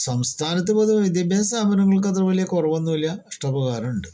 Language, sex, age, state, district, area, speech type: Malayalam, male, 30-45, Kerala, Palakkad, rural, spontaneous